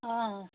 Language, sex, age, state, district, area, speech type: Assamese, female, 18-30, Assam, Majuli, urban, conversation